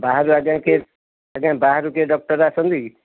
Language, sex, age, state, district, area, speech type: Odia, male, 45-60, Odisha, Kendujhar, urban, conversation